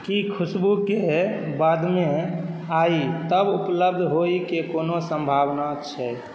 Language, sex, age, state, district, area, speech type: Maithili, male, 18-30, Bihar, Saharsa, rural, read